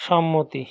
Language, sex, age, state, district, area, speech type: Bengali, male, 45-60, West Bengal, North 24 Parganas, rural, read